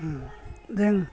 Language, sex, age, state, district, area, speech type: Bodo, male, 60+, Assam, Kokrajhar, rural, spontaneous